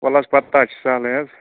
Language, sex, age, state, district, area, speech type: Kashmiri, male, 18-30, Jammu and Kashmir, Budgam, rural, conversation